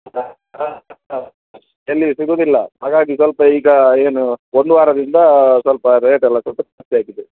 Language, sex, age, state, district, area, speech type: Kannada, male, 30-45, Karnataka, Udupi, rural, conversation